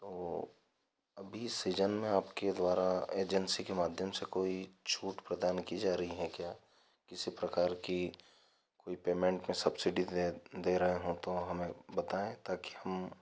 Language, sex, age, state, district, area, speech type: Hindi, male, 30-45, Madhya Pradesh, Ujjain, rural, spontaneous